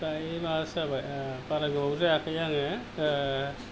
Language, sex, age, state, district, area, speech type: Bodo, male, 60+, Assam, Kokrajhar, rural, spontaneous